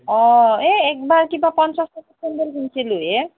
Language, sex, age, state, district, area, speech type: Assamese, female, 30-45, Assam, Nalbari, rural, conversation